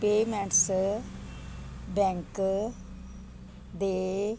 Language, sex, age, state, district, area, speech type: Punjabi, female, 60+, Punjab, Muktsar, urban, read